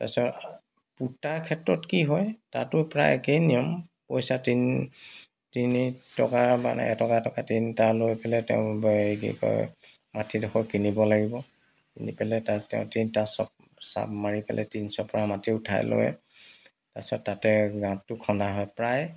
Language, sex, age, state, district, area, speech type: Assamese, male, 45-60, Assam, Dibrugarh, rural, spontaneous